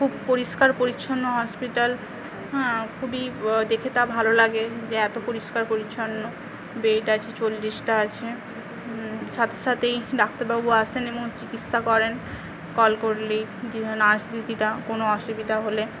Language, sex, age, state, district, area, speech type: Bengali, female, 18-30, West Bengal, Paschim Medinipur, rural, spontaneous